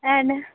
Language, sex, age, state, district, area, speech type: Dogri, female, 18-30, Jammu and Kashmir, Reasi, rural, conversation